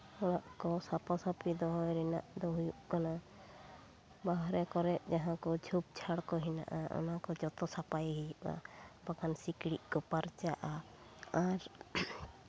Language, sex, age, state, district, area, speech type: Santali, female, 45-60, West Bengal, Bankura, rural, spontaneous